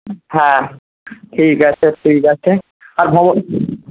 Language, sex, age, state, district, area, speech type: Bengali, male, 45-60, West Bengal, Jhargram, rural, conversation